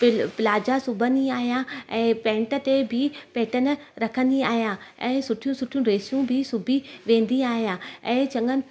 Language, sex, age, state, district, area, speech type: Sindhi, female, 30-45, Gujarat, Surat, urban, spontaneous